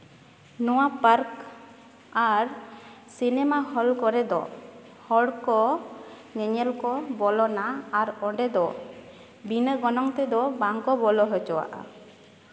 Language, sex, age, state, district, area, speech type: Santali, female, 18-30, West Bengal, Jhargram, rural, spontaneous